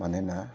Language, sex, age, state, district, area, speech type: Bodo, male, 60+, Assam, Udalguri, urban, spontaneous